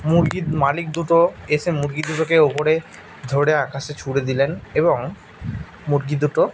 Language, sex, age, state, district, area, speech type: Bengali, male, 18-30, West Bengal, Bankura, urban, spontaneous